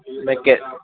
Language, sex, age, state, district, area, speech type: Hindi, male, 60+, Rajasthan, Jaipur, urban, conversation